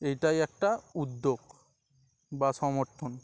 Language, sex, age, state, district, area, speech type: Bengali, male, 18-30, West Bengal, Dakshin Dinajpur, urban, spontaneous